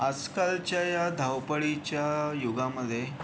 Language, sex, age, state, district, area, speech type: Marathi, male, 30-45, Maharashtra, Yavatmal, urban, spontaneous